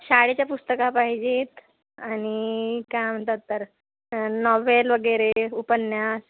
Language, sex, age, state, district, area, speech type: Marathi, female, 60+, Maharashtra, Nagpur, urban, conversation